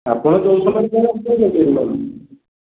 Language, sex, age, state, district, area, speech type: Odia, male, 18-30, Odisha, Khordha, rural, conversation